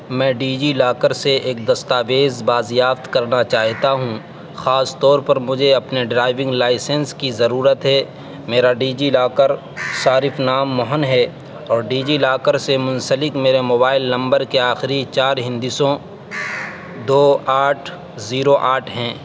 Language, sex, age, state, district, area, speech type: Urdu, male, 18-30, Uttar Pradesh, Saharanpur, urban, read